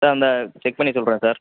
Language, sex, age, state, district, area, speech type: Tamil, male, 18-30, Tamil Nadu, Sivaganga, rural, conversation